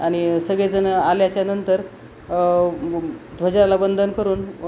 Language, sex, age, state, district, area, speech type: Marathi, female, 45-60, Maharashtra, Nanded, rural, spontaneous